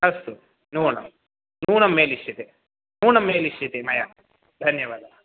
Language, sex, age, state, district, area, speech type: Sanskrit, male, 18-30, Tamil Nadu, Chennai, urban, conversation